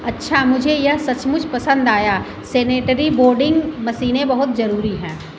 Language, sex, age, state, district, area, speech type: Hindi, female, 45-60, Uttar Pradesh, Azamgarh, rural, read